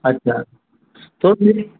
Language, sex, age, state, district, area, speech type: Sindhi, male, 45-60, Maharashtra, Mumbai Suburban, urban, conversation